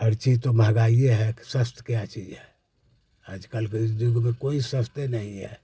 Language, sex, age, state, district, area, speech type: Hindi, male, 60+, Bihar, Muzaffarpur, rural, spontaneous